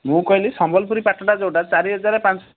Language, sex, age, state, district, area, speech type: Odia, male, 30-45, Odisha, Kendrapara, urban, conversation